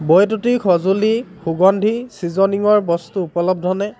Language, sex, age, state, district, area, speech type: Assamese, male, 30-45, Assam, Dhemaji, rural, read